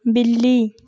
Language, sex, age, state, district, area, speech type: Hindi, female, 18-30, Uttar Pradesh, Jaunpur, rural, read